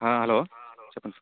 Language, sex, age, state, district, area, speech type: Telugu, male, 30-45, Andhra Pradesh, Alluri Sitarama Raju, rural, conversation